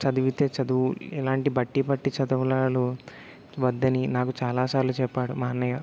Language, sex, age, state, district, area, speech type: Telugu, male, 18-30, Telangana, Peddapalli, rural, spontaneous